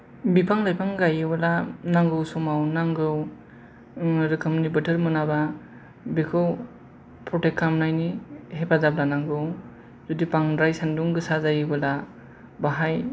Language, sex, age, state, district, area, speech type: Bodo, male, 30-45, Assam, Kokrajhar, rural, spontaneous